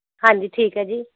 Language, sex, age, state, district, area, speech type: Punjabi, female, 45-60, Punjab, Pathankot, rural, conversation